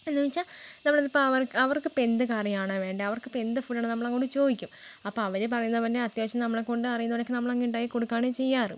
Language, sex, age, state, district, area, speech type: Malayalam, female, 45-60, Kerala, Wayanad, rural, spontaneous